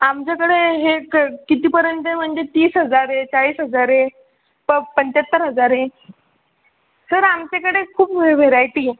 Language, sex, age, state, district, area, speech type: Marathi, male, 60+, Maharashtra, Buldhana, rural, conversation